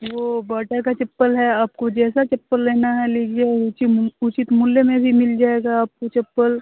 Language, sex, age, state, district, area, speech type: Hindi, female, 18-30, Bihar, Muzaffarpur, rural, conversation